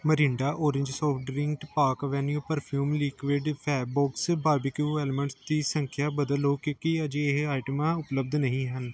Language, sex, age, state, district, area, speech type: Punjabi, male, 18-30, Punjab, Gurdaspur, urban, read